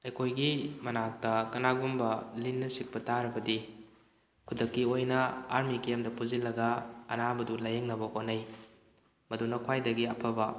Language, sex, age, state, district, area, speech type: Manipuri, male, 18-30, Manipur, Kakching, rural, spontaneous